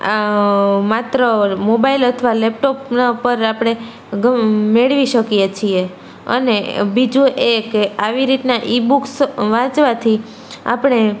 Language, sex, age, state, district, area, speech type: Gujarati, female, 18-30, Gujarat, Rajkot, urban, spontaneous